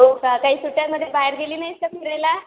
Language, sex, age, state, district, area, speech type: Marathi, female, 30-45, Maharashtra, Buldhana, urban, conversation